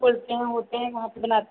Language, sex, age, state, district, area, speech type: Hindi, female, 45-60, Uttar Pradesh, Sitapur, rural, conversation